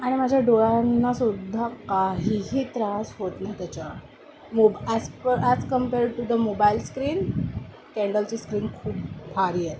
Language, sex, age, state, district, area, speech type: Marathi, female, 30-45, Maharashtra, Mumbai Suburban, urban, spontaneous